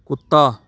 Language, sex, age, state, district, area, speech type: Punjabi, male, 30-45, Punjab, Shaheed Bhagat Singh Nagar, urban, read